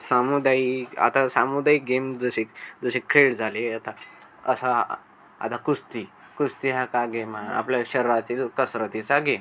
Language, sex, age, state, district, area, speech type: Marathi, male, 18-30, Maharashtra, Akola, rural, spontaneous